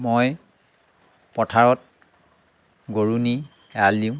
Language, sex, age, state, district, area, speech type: Assamese, male, 60+, Assam, Lakhimpur, urban, spontaneous